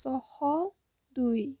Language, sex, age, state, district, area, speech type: Assamese, female, 18-30, Assam, Jorhat, urban, spontaneous